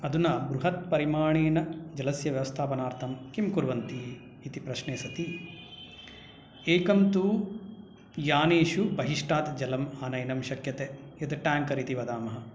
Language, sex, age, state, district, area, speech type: Sanskrit, male, 45-60, Karnataka, Bangalore Urban, urban, spontaneous